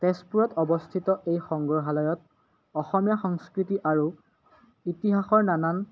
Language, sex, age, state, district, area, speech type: Assamese, male, 18-30, Assam, Majuli, urban, spontaneous